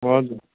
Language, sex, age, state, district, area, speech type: Nepali, male, 18-30, West Bengal, Kalimpong, rural, conversation